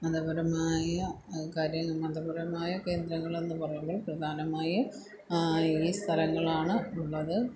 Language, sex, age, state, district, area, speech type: Malayalam, female, 30-45, Kerala, Kollam, rural, spontaneous